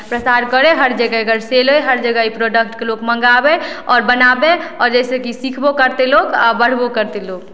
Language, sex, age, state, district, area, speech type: Maithili, female, 18-30, Bihar, Madhubani, rural, spontaneous